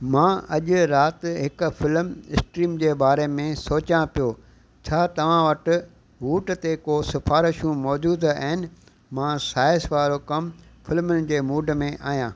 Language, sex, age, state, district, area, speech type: Sindhi, male, 60+, Gujarat, Kutch, urban, read